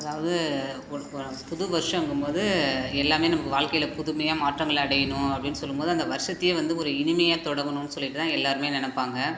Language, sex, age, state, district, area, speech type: Tamil, female, 30-45, Tamil Nadu, Perambalur, rural, spontaneous